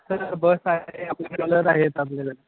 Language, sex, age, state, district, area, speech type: Marathi, male, 18-30, Maharashtra, Ahmednagar, rural, conversation